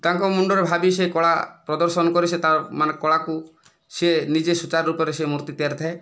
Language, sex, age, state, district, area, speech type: Odia, male, 45-60, Odisha, Kandhamal, rural, spontaneous